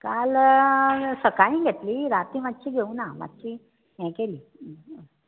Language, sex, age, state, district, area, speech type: Goan Konkani, female, 60+, Goa, Bardez, rural, conversation